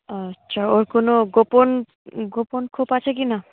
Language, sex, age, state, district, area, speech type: Bengali, female, 45-60, West Bengal, Paschim Medinipur, urban, conversation